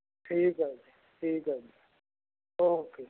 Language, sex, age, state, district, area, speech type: Punjabi, male, 60+, Punjab, Bathinda, urban, conversation